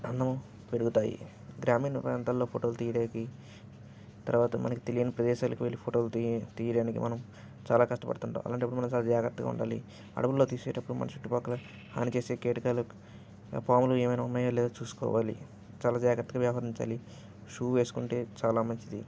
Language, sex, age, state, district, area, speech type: Telugu, male, 18-30, Andhra Pradesh, N T Rama Rao, urban, spontaneous